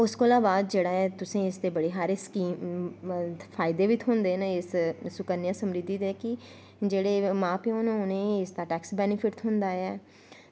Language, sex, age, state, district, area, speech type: Dogri, female, 30-45, Jammu and Kashmir, Udhampur, urban, spontaneous